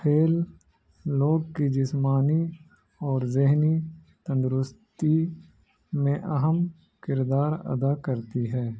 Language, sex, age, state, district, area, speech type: Urdu, male, 30-45, Bihar, Gaya, urban, spontaneous